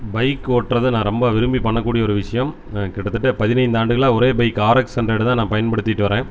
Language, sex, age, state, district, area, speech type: Tamil, male, 30-45, Tamil Nadu, Erode, rural, spontaneous